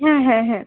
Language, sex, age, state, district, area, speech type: Bengali, female, 18-30, West Bengal, Bankura, urban, conversation